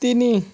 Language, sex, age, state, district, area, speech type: Odia, male, 45-60, Odisha, Malkangiri, urban, read